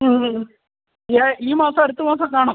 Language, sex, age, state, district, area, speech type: Malayalam, male, 18-30, Kerala, Idukki, rural, conversation